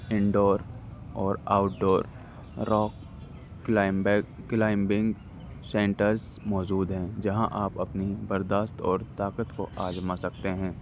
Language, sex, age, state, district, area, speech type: Urdu, male, 30-45, Delhi, North East Delhi, urban, spontaneous